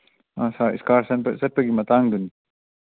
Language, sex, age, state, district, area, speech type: Manipuri, male, 30-45, Manipur, Churachandpur, rural, conversation